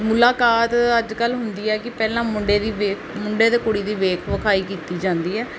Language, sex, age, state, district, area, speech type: Punjabi, female, 18-30, Punjab, Pathankot, rural, spontaneous